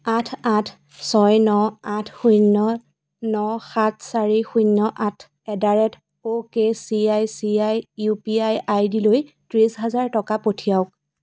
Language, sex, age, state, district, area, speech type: Assamese, female, 30-45, Assam, Dibrugarh, rural, read